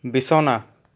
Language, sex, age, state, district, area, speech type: Assamese, male, 18-30, Assam, Charaideo, urban, read